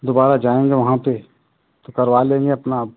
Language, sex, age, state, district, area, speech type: Hindi, male, 60+, Uttar Pradesh, Ayodhya, rural, conversation